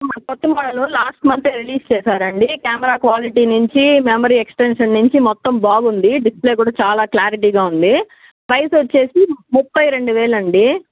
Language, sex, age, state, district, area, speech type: Telugu, female, 60+, Andhra Pradesh, Chittoor, rural, conversation